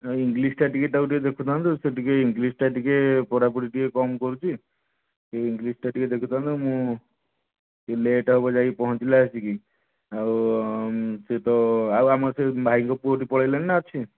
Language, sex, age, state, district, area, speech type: Odia, male, 45-60, Odisha, Nayagarh, rural, conversation